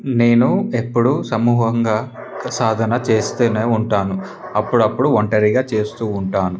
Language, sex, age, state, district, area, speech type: Telugu, male, 18-30, Telangana, Ranga Reddy, urban, spontaneous